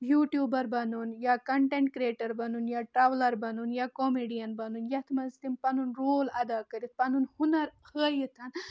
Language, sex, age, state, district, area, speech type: Kashmiri, female, 18-30, Jammu and Kashmir, Budgam, rural, spontaneous